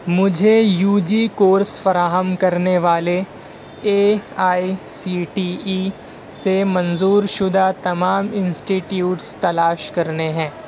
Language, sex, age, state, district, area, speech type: Urdu, male, 60+, Maharashtra, Nashik, urban, read